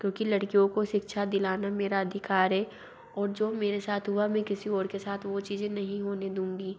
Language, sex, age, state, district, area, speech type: Hindi, female, 45-60, Madhya Pradesh, Bhopal, urban, spontaneous